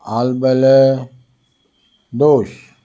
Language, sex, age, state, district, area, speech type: Goan Konkani, male, 60+, Goa, Salcete, rural, spontaneous